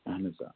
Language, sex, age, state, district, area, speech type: Kashmiri, male, 45-60, Jammu and Kashmir, Srinagar, urban, conversation